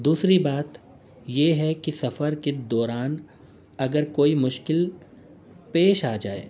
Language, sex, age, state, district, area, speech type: Urdu, male, 45-60, Uttar Pradesh, Gautam Buddha Nagar, urban, spontaneous